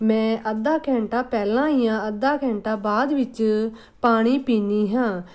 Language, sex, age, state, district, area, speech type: Punjabi, female, 30-45, Punjab, Muktsar, urban, spontaneous